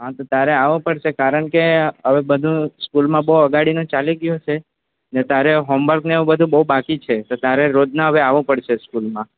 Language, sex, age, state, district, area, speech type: Gujarati, male, 18-30, Gujarat, Valsad, rural, conversation